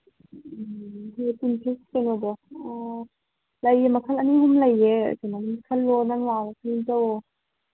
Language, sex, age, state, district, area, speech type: Manipuri, female, 30-45, Manipur, Imphal East, rural, conversation